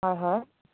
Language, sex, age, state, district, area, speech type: Assamese, female, 18-30, Assam, Dhemaji, urban, conversation